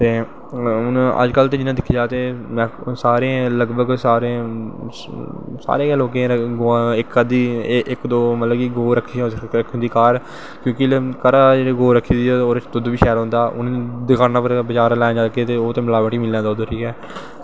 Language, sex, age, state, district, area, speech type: Dogri, male, 18-30, Jammu and Kashmir, Jammu, rural, spontaneous